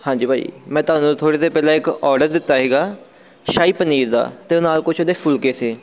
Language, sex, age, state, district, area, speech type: Punjabi, male, 30-45, Punjab, Amritsar, urban, spontaneous